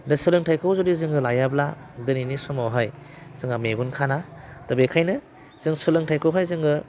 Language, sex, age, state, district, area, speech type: Bodo, male, 30-45, Assam, Udalguri, urban, spontaneous